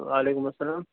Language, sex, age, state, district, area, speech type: Kashmiri, male, 30-45, Jammu and Kashmir, Bandipora, rural, conversation